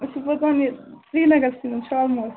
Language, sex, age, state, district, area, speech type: Kashmiri, female, 18-30, Jammu and Kashmir, Srinagar, urban, conversation